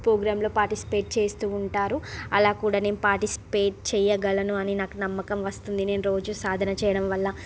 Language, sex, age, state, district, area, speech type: Telugu, female, 30-45, Andhra Pradesh, Srikakulam, urban, spontaneous